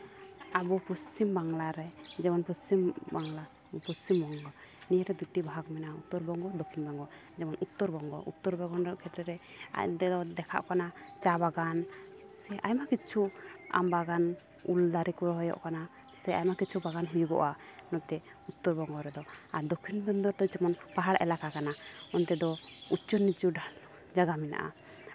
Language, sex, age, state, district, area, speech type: Santali, female, 18-30, West Bengal, Malda, rural, spontaneous